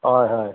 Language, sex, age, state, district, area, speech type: Assamese, male, 60+, Assam, Goalpara, urban, conversation